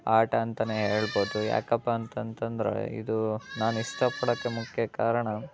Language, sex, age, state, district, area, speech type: Kannada, male, 18-30, Karnataka, Chitradurga, rural, spontaneous